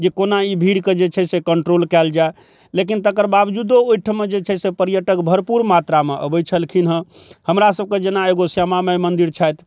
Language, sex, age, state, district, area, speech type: Maithili, male, 45-60, Bihar, Darbhanga, rural, spontaneous